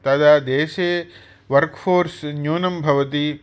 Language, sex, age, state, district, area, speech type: Sanskrit, male, 45-60, Andhra Pradesh, Chittoor, urban, spontaneous